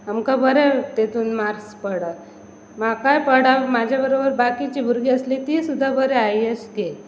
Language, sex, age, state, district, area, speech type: Goan Konkani, female, 30-45, Goa, Pernem, rural, spontaneous